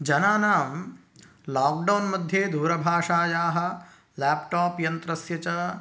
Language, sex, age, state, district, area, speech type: Sanskrit, male, 18-30, Karnataka, Uttara Kannada, rural, spontaneous